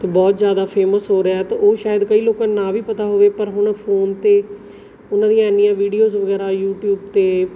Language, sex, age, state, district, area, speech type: Punjabi, female, 30-45, Punjab, Bathinda, urban, spontaneous